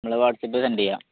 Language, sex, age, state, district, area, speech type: Malayalam, male, 18-30, Kerala, Malappuram, urban, conversation